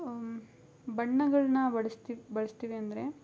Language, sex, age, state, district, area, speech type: Kannada, female, 18-30, Karnataka, Tumkur, rural, spontaneous